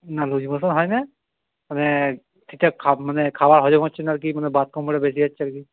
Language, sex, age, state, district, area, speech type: Bengali, male, 60+, West Bengal, Purba Bardhaman, rural, conversation